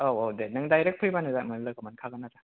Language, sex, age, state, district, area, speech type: Bodo, male, 18-30, Assam, Kokrajhar, rural, conversation